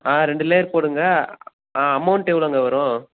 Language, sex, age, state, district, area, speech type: Tamil, male, 18-30, Tamil Nadu, Namakkal, rural, conversation